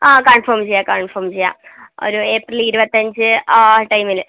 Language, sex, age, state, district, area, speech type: Malayalam, female, 18-30, Kerala, Wayanad, rural, conversation